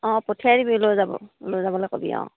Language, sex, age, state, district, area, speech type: Assamese, female, 18-30, Assam, Sivasagar, rural, conversation